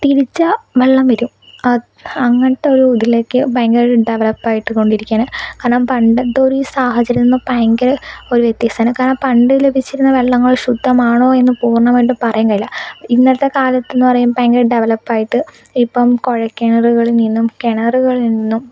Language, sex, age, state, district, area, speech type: Malayalam, female, 18-30, Kerala, Kozhikode, urban, spontaneous